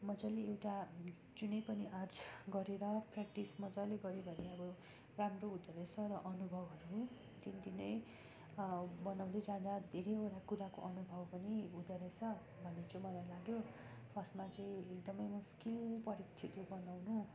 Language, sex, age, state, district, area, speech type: Nepali, female, 30-45, West Bengal, Darjeeling, rural, spontaneous